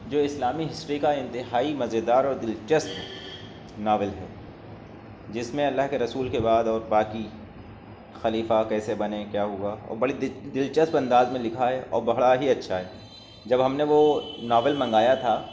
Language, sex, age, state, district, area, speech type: Urdu, male, 18-30, Uttar Pradesh, Shahjahanpur, urban, spontaneous